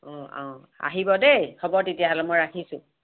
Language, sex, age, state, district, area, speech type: Assamese, female, 60+, Assam, Lakhimpur, urban, conversation